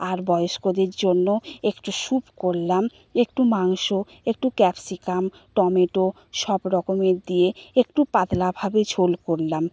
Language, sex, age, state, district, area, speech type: Bengali, female, 45-60, West Bengal, Purba Medinipur, rural, spontaneous